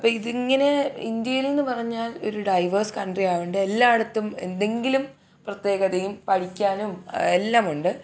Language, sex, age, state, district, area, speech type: Malayalam, female, 18-30, Kerala, Thiruvananthapuram, urban, spontaneous